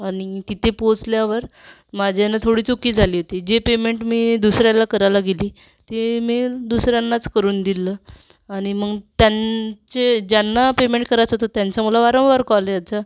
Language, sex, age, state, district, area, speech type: Marathi, female, 45-60, Maharashtra, Amravati, urban, spontaneous